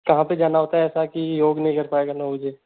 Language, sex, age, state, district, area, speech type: Hindi, male, 30-45, Rajasthan, Jaipur, urban, conversation